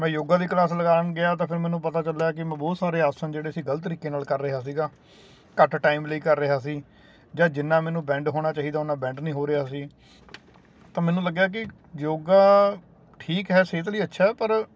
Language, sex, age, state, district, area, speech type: Punjabi, male, 45-60, Punjab, Sangrur, urban, spontaneous